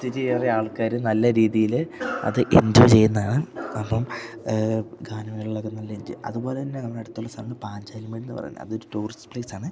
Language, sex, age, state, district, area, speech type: Malayalam, male, 18-30, Kerala, Idukki, rural, spontaneous